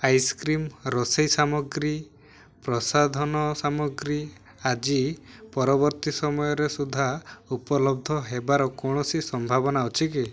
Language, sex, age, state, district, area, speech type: Odia, male, 18-30, Odisha, Mayurbhanj, rural, read